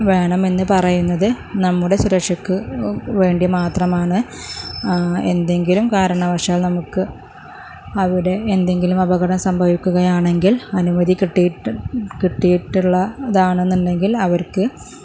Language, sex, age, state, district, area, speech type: Malayalam, female, 30-45, Kerala, Malappuram, urban, spontaneous